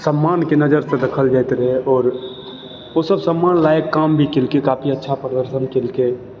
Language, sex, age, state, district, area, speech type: Maithili, male, 18-30, Bihar, Supaul, urban, spontaneous